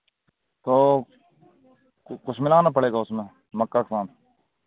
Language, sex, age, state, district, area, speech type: Hindi, male, 45-60, Madhya Pradesh, Seoni, urban, conversation